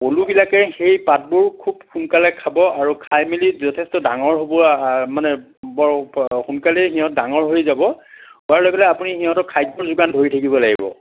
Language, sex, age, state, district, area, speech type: Assamese, male, 60+, Assam, Sonitpur, urban, conversation